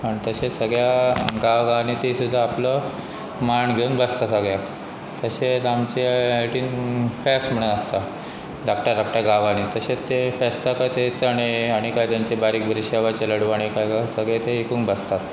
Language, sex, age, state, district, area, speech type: Goan Konkani, male, 45-60, Goa, Pernem, rural, spontaneous